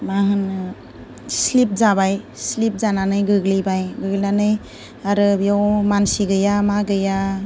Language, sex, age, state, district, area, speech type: Bodo, female, 30-45, Assam, Goalpara, rural, spontaneous